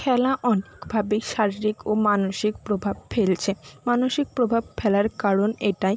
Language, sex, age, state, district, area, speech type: Bengali, female, 60+, West Bengal, Jhargram, rural, spontaneous